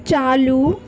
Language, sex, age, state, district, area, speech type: Urdu, female, 18-30, Uttar Pradesh, Mau, urban, read